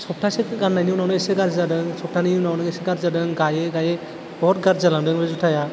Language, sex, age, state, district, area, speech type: Bodo, male, 18-30, Assam, Chirang, urban, spontaneous